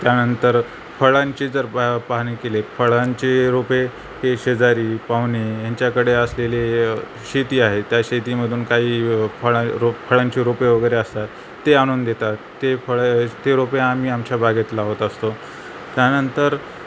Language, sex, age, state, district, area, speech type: Marathi, male, 45-60, Maharashtra, Nanded, rural, spontaneous